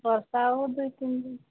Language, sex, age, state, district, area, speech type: Odia, female, 30-45, Odisha, Nabarangpur, urban, conversation